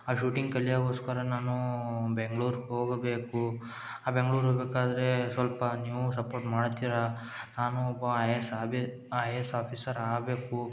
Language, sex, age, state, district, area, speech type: Kannada, male, 18-30, Karnataka, Gulbarga, urban, spontaneous